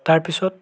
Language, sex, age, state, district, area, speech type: Assamese, male, 18-30, Assam, Biswanath, rural, spontaneous